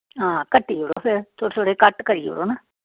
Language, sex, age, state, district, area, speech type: Dogri, female, 60+, Jammu and Kashmir, Samba, urban, conversation